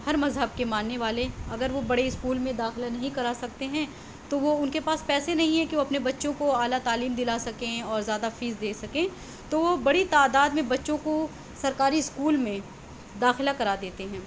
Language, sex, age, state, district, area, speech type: Urdu, female, 18-30, Delhi, South Delhi, urban, spontaneous